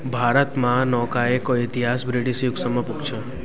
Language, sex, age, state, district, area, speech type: Nepali, male, 18-30, West Bengal, Jalpaiguri, rural, read